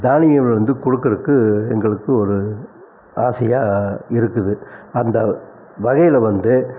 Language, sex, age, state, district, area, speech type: Tamil, male, 60+, Tamil Nadu, Erode, urban, spontaneous